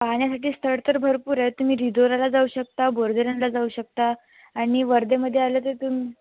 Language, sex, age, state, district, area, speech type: Marathi, female, 18-30, Maharashtra, Wardha, rural, conversation